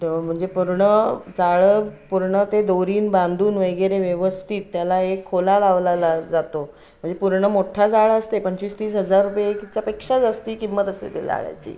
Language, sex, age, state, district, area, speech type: Marathi, female, 45-60, Maharashtra, Ratnagiri, rural, spontaneous